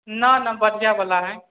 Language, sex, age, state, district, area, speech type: Maithili, male, 18-30, Bihar, Sitamarhi, urban, conversation